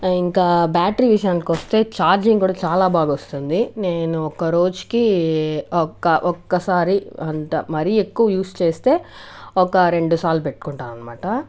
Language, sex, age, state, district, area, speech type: Telugu, female, 18-30, Andhra Pradesh, Annamaya, urban, spontaneous